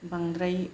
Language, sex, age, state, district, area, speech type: Bodo, female, 60+, Assam, Kokrajhar, rural, spontaneous